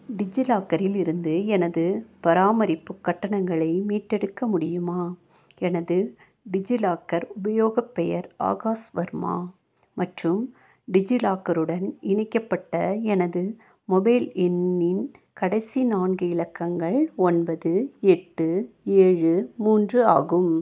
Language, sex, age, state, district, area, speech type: Tamil, female, 45-60, Tamil Nadu, Nilgiris, urban, read